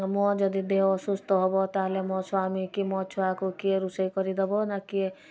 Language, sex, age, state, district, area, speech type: Odia, female, 45-60, Odisha, Mayurbhanj, rural, spontaneous